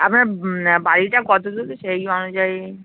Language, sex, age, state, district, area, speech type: Bengali, female, 30-45, West Bengal, Kolkata, urban, conversation